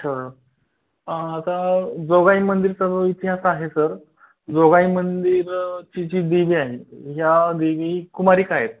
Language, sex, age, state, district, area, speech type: Marathi, male, 30-45, Maharashtra, Beed, rural, conversation